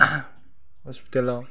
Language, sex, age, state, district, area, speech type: Bodo, male, 18-30, Assam, Kokrajhar, rural, spontaneous